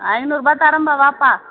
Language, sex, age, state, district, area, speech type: Tamil, female, 45-60, Tamil Nadu, Tiruvannamalai, urban, conversation